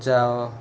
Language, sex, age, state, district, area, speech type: Odia, male, 45-60, Odisha, Koraput, urban, read